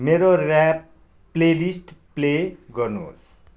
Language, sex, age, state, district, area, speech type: Nepali, male, 45-60, West Bengal, Darjeeling, rural, read